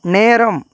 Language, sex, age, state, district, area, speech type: Tamil, male, 30-45, Tamil Nadu, Ariyalur, rural, read